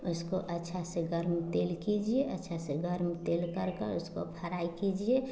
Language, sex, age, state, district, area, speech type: Hindi, female, 30-45, Bihar, Samastipur, rural, spontaneous